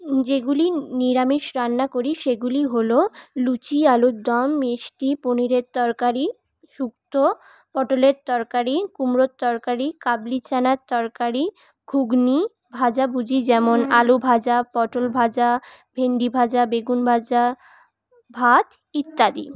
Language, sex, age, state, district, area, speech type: Bengali, female, 18-30, West Bengal, Paschim Bardhaman, urban, spontaneous